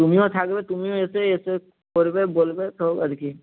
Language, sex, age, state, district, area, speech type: Bengali, male, 18-30, West Bengal, Nadia, rural, conversation